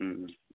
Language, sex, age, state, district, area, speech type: Bodo, male, 30-45, Assam, Kokrajhar, rural, conversation